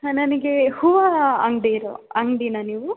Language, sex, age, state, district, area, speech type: Kannada, female, 18-30, Karnataka, Chikkaballapur, rural, conversation